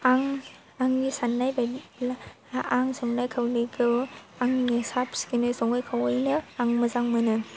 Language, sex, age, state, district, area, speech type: Bodo, female, 18-30, Assam, Baksa, rural, spontaneous